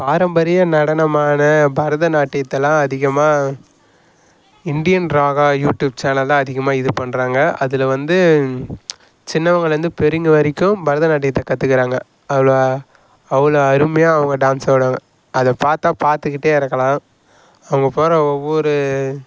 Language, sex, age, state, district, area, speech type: Tamil, male, 18-30, Tamil Nadu, Kallakurichi, rural, spontaneous